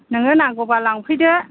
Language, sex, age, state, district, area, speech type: Bodo, female, 30-45, Assam, Chirang, urban, conversation